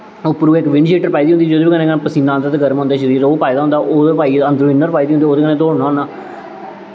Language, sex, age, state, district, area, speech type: Dogri, male, 18-30, Jammu and Kashmir, Jammu, urban, spontaneous